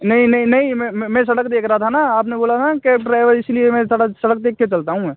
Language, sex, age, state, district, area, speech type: Hindi, male, 18-30, Rajasthan, Bharatpur, rural, conversation